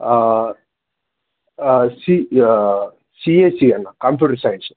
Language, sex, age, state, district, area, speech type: Telugu, male, 18-30, Telangana, Hanamkonda, urban, conversation